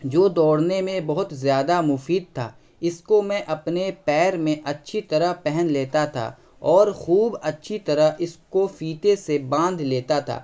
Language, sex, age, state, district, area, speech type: Urdu, male, 30-45, Bihar, Araria, rural, spontaneous